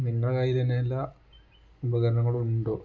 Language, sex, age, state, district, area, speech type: Malayalam, male, 18-30, Kerala, Kozhikode, rural, spontaneous